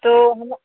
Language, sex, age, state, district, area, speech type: Hindi, female, 45-60, Uttar Pradesh, Mau, urban, conversation